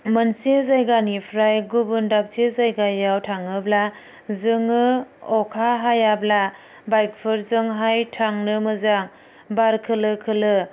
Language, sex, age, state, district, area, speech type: Bodo, female, 30-45, Assam, Chirang, rural, spontaneous